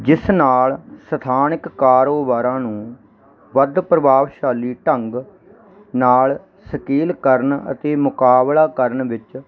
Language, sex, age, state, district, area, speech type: Punjabi, male, 30-45, Punjab, Barnala, urban, spontaneous